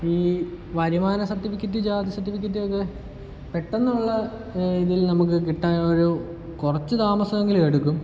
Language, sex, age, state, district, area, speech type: Malayalam, male, 18-30, Kerala, Kottayam, rural, spontaneous